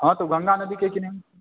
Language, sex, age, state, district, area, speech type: Hindi, male, 18-30, Bihar, Begusarai, rural, conversation